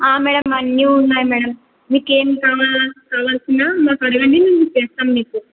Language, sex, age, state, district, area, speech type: Telugu, female, 18-30, Andhra Pradesh, Anantapur, urban, conversation